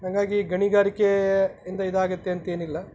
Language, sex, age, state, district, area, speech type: Kannada, male, 30-45, Karnataka, Kolar, urban, spontaneous